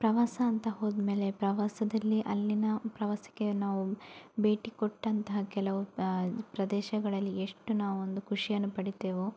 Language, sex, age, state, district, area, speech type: Kannada, female, 18-30, Karnataka, Udupi, rural, spontaneous